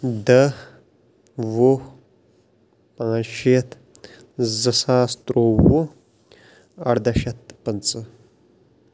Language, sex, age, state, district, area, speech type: Kashmiri, male, 30-45, Jammu and Kashmir, Shopian, urban, spontaneous